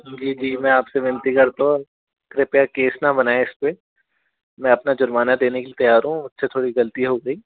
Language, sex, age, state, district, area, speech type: Hindi, male, 60+, Rajasthan, Jaipur, urban, conversation